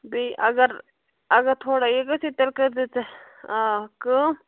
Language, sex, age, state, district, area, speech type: Kashmiri, female, 18-30, Jammu and Kashmir, Bandipora, rural, conversation